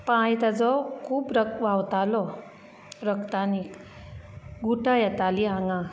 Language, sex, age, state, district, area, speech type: Goan Konkani, female, 45-60, Goa, Bardez, urban, spontaneous